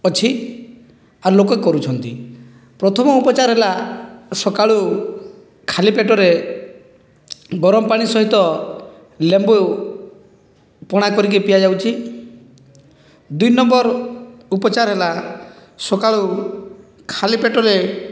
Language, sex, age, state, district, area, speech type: Odia, male, 30-45, Odisha, Boudh, rural, spontaneous